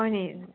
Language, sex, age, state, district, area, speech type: Assamese, female, 30-45, Assam, Sivasagar, rural, conversation